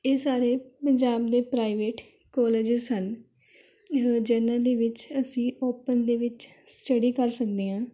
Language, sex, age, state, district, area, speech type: Punjabi, female, 18-30, Punjab, Rupnagar, urban, spontaneous